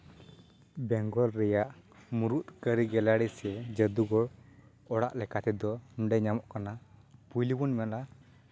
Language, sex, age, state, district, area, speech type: Santali, male, 18-30, West Bengal, Purba Bardhaman, rural, spontaneous